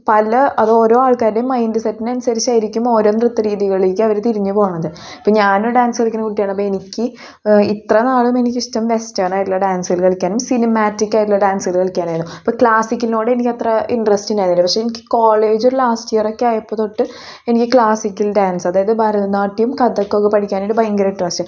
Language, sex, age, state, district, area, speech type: Malayalam, female, 18-30, Kerala, Thrissur, rural, spontaneous